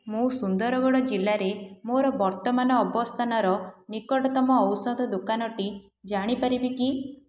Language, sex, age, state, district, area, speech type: Odia, female, 18-30, Odisha, Puri, urban, read